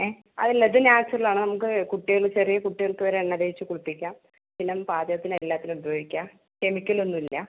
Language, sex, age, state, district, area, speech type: Malayalam, female, 45-60, Kerala, Palakkad, rural, conversation